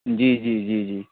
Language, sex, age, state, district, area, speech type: Urdu, male, 30-45, Bihar, Darbhanga, urban, conversation